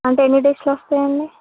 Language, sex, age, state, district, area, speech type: Telugu, female, 18-30, Telangana, Komaram Bheem, urban, conversation